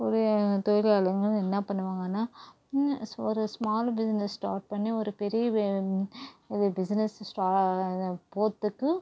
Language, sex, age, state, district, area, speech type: Tamil, female, 18-30, Tamil Nadu, Tiruvallur, urban, spontaneous